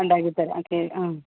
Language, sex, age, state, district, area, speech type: Malayalam, female, 45-60, Kerala, Idukki, rural, conversation